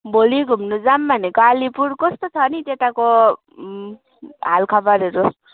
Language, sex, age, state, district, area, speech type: Nepali, female, 18-30, West Bengal, Alipurduar, urban, conversation